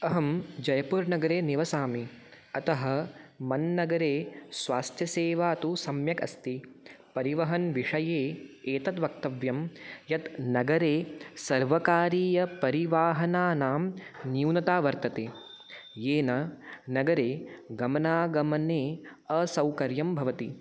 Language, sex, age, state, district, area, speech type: Sanskrit, male, 18-30, Rajasthan, Jaipur, urban, spontaneous